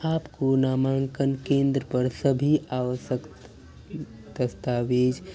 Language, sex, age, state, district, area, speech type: Hindi, male, 18-30, Uttar Pradesh, Mau, rural, read